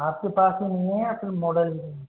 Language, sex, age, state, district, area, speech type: Hindi, male, 45-60, Rajasthan, Karauli, rural, conversation